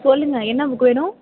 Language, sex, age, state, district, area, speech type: Tamil, female, 18-30, Tamil Nadu, Mayiladuthurai, rural, conversation